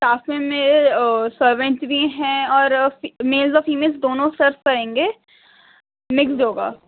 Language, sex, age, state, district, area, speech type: Urdu, female, 18-30, Delhi, Central Delhi, urban, conversation